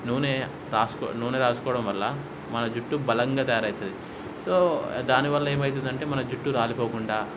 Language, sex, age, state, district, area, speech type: Telugu, male, 30-45, Telangana, Hyderabad, rural, spontaneous